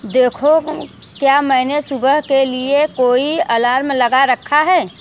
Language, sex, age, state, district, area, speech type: Hindi, female, 30-45, Uttar Pradesh, Mirzapur, rural, read